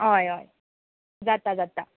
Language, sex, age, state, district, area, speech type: Goan Konkani, female, 18-30, Goa, Canacona, rural, conversation